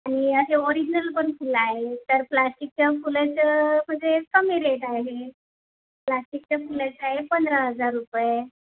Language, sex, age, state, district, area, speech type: Marathi, female, 30-45, Maharashtra, Nagpur, urban, conversation